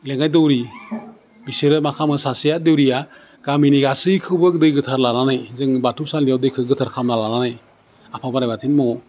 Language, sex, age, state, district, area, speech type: Bodo, male, 45-60, Assam, Udalguri, urban, spontaneous